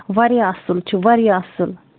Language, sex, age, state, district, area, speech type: Kashmiri, female, 30-45, Jammu and Kashmir, Bandipora, rural, conversation